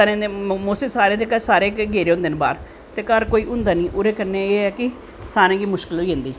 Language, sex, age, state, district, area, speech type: Dogri, female, 45-60, Jammu and Kashmir, Jammu, urban, spontaneous